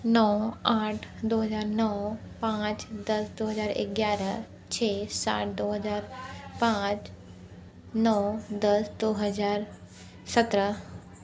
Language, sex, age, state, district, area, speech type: Hindi, female, 18-30, Uttar Pradesh, Sonbhadra, rural, spontaneous